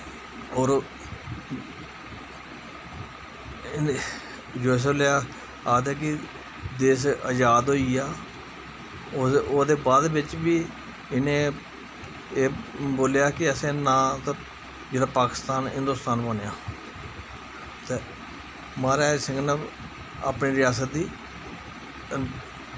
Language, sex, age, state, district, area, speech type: Dogri, male, 45-60, Jammu and Kashmir, Jammu, rural, spontaneous